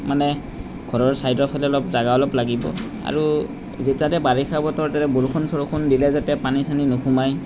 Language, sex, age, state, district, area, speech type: Assamese, male, 30-45, Assam, Nalbari, rural, spontaneous